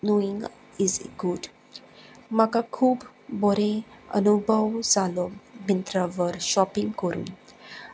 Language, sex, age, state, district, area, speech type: Goan Konkani, female, 30-45, Goa, Salcete, rural, spontaneous